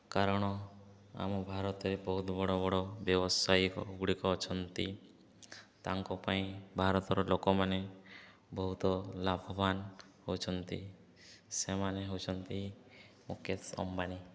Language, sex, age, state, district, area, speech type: Odia, male, 18-30, Odisha, Subarnapur, urban, spontaneous